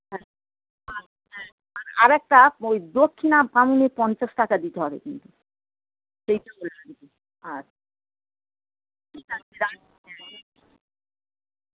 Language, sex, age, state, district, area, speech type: Bengali, female, 60+, West Bengal, North 24 Parganas, urban, conversation